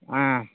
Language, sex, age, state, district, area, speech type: Tamil, male, 60+, Tamil Nadu, Coimbatore, rural, conversation